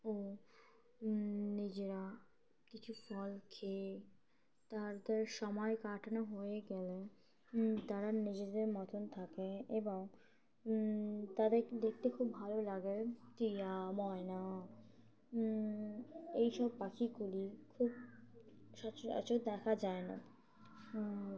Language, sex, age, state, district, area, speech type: Bengali, female, 18-30, West Bengal, Birbhum, urban, spontaneous